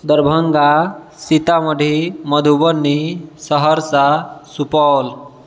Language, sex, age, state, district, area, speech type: Maithili, male, 30-45, Bihar, Sitamarhi, urban, spontaneous